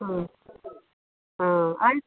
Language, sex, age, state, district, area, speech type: Kannada, female, 45-60, Karnataka, Mysore, urban, conversation